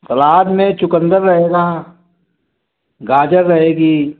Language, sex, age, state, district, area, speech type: Hindi, male, 60+, Uttar Pradesh, Mau, rural, conversation